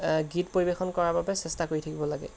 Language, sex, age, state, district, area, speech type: Assamese, male, 18-30, Assam, Golaghat, urban, spontaneous